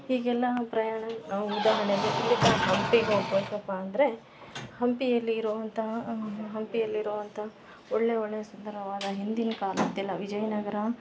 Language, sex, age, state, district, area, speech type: Kannada, female, 30-45, Karnataka, Vijayanagara, rural, spontaneous